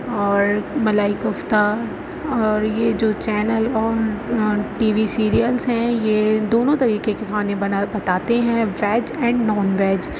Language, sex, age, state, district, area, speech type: Urdu, female, 30-45, Uttar Pradesh, Aligarh, rural, spontaneous